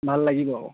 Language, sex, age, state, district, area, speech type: Assamese, male, 18-30, Assam, Sivasagar, rural, conversation